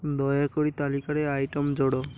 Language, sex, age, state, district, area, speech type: Odia, male, 18-30, Odisha, Malkangiri, urban, read